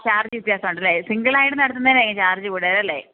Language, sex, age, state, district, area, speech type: Malayalam, female, 30-45, Kerala, Idukki, rural, conversation